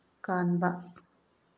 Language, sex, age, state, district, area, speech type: Manipuri, female, 45-60, Manipur, Tengnoupal, urban, read